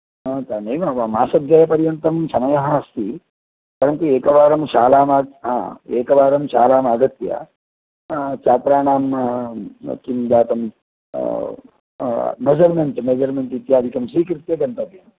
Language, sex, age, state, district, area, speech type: Sanskrit, male, 45-60, Karnataka, Udupi, rural, conversation